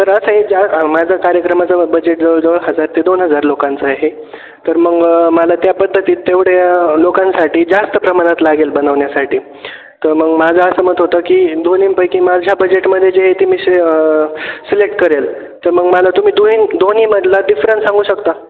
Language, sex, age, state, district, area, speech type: Marathi, male, 18-30, Maharashtra, Ahmednagar, rural, conversation